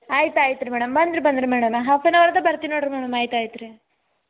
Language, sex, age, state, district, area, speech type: Kannada, female, 18-30, Karnataka, Gulbarga, urban, conversation